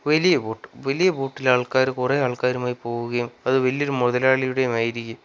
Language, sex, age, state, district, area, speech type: Malayalam, male, 18-30, Kerala, Wayanad, rural, spontaneous